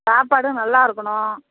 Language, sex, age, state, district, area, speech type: Tamil, female, 60+, Tamil Nadu, Thanjavur, rural, conversation